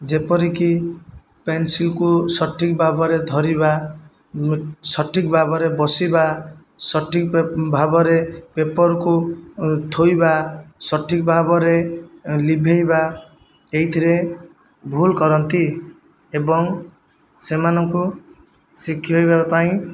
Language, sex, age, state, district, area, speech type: Odia, male, 30-45, Odisha, Jajpur, rural, spontaneous